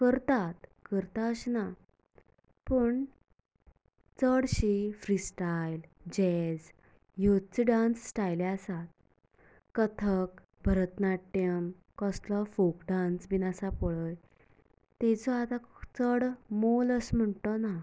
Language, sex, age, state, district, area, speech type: Goan Konkani, female, 18-30, Goa, Canacona, rural, spontaneous